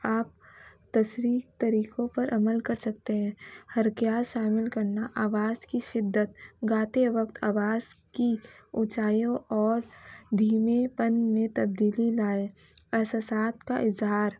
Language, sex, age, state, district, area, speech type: Urdu, female, 18-30, West Bengal, Kolkata, urban, spontaneous